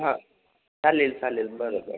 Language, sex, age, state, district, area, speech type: Marathi, male, 18-30, Maharashtra, Akola, rural, conversation